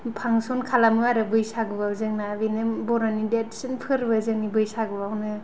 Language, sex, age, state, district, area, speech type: Bodo, female, 18-30, Assam, Kokrajhar, urban, spontaneous